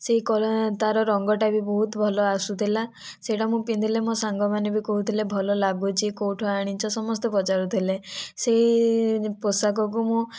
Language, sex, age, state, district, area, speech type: Odia, female, 18-30, Odisha, Kandhamal, rural, spontaneous